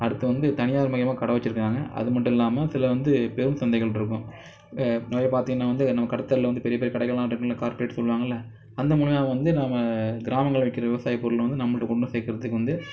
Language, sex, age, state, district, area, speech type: Tamil, male, 30-45, Tamil Nadu, Nagapattinam, rural, spontaneous